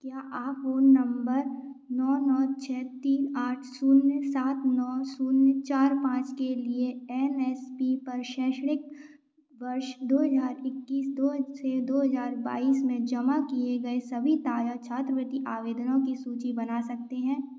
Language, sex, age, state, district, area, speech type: Hindi, female, 18-30, Madhya Pradesh, Gwalior, rural, read